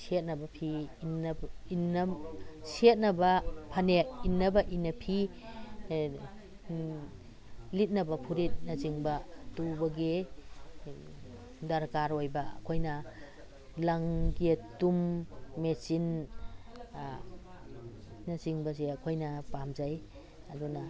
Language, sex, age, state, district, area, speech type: Manipuri, female, 60+, Manipur, Imphal East, rural, spontaneous